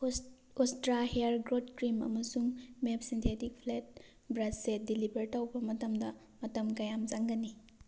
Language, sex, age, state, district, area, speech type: Manipuri, female, 30-45, Manipur, Thoubal, rural, read